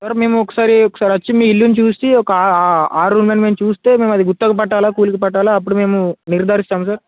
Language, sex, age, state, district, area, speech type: Telugu, male, 18-30, Telangana, Bhadradri Kothagudem, urban, conversation